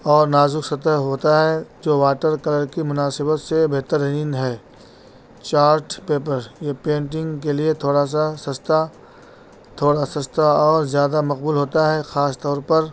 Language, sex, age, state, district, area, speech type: Urdu, male, 30-45, Delhi, North East Delhi, urban, spontaneous